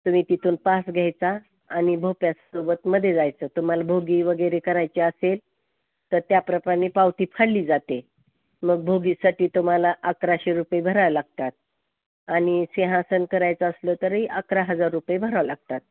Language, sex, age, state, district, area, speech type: Marathi, female, 60+, Maharashtra, Osmanabad, rural, conversation